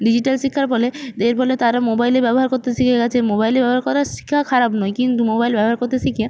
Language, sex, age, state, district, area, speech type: Bengali, female, 30-45, West Bengal, Purba Medinipur, rural, spontaneous